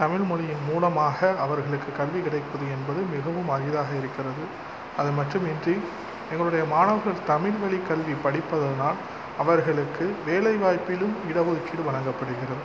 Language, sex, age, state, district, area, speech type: Tamil, male, 45-60, Tamil Nadu, Pudukkottai, rural, spontaneous